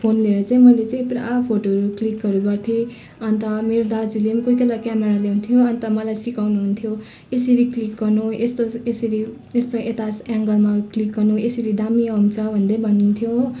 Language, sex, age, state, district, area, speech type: Nepali, female, 30-45, West Bengal, Darjeeling, rural, spontaneous